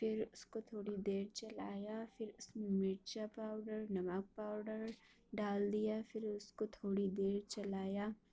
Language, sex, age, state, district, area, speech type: Urdu, female, 60+, Uttar Pradesh, Lucknow, urban, spontaneous